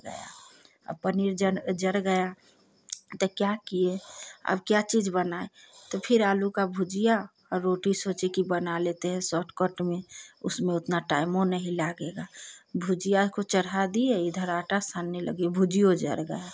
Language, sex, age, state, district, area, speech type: Hindi, female, 30-45, Bihar, Samastipur, rural, spontaneous